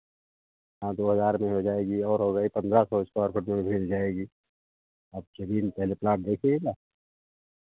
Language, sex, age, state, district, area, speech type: Hindi, male, 60+, Uttar Pradesh, Sitapur, rural, conversation